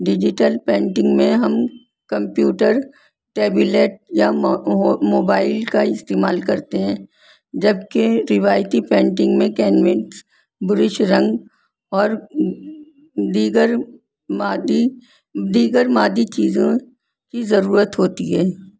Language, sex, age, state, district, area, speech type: Urdu, female, 60+, Delhi, North East Delhi, urban, spontaneous